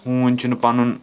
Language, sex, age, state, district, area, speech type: Kashmiri, male, 18-30, Jammu and Kashmir, Srinagar, urban, spontaneous